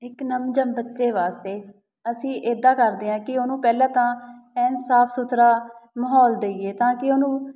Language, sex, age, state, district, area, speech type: Punjabi, female, 30-45, Punjab, Shaheed Bhagat Singh Nagar, urban, spontaneous